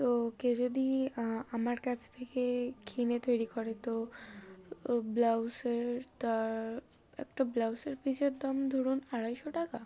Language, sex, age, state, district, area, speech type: Bengali, female, 18-30, West Bengal, Darjeeling, urban, spontaneous